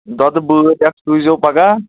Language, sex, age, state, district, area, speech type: Kashmiri, male, 30-45, Jammu and Kashmir, Srinagar, urban, conversation